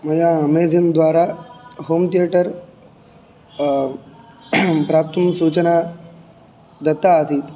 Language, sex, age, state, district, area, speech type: Sanskrit, male, 18-30, Karnataka, Udupi, urban, spontaneous